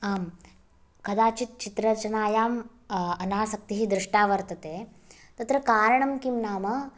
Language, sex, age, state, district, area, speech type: Sanskrit, female, 18-30, Karnataka, Bagalkot, urban, spontaneous